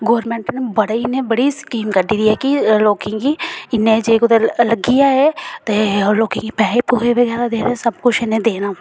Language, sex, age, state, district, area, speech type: Dogri, female, 18-30, Jammu and Kashmir, Samba, rural, spontaneous